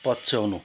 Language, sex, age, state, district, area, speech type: Nepali, male, 45-60, West Bengal, Kalimpong, rural, read